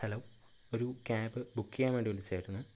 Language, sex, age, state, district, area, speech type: Malayalam, male, 30-45, Kerala, Palakkad, rural, spontaneous